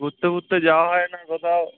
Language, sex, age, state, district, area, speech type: Bengali, male, 30-45, West Bengal, Kolkata, urban, conversation